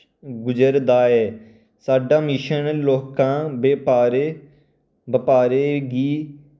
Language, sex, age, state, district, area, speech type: Dogri, male, 18-30, Jammu and Kashmir, Kathua, rural, read